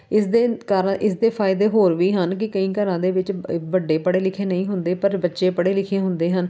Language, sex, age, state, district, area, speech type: Punjabi, female, 30-45, Punjab, Amritsar, urban, spontaneous